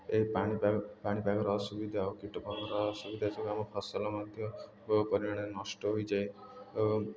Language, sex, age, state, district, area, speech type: Odia, male, 18-30, Odisha, Ganjam, urban, spontaneous